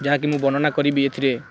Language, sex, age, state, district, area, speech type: Odia, male, 18-30, Odisha, Kendrapara, urban, spontaneous